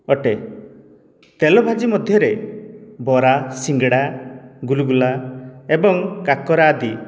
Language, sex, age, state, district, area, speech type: Odia, male, 60+, Odisha, Dhenkanal, rural, spontaneous